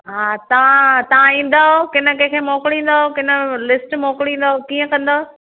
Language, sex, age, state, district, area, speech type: Sindhi, female, 60+, Maharashtra, Thane, urban, conversation